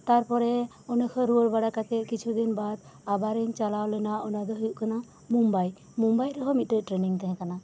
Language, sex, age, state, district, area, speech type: Santali, female, 30-45, West Bengal, Birbhum, rural, spontaneous